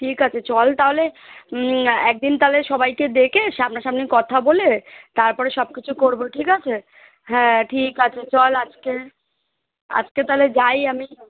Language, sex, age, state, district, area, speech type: Bengali, female, 30-45, West Bengal, Kolkata, urban, conversation